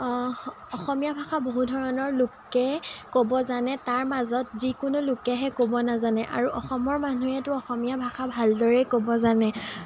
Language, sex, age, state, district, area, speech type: Assamese, female, 18-30, Assam, Sonitpur, rural, spontaneous